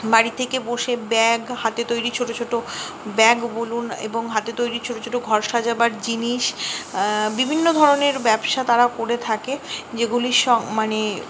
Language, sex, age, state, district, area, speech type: Bengali, female, 30-45, West Bengal, Purba Bardhaman, urban, spontaneous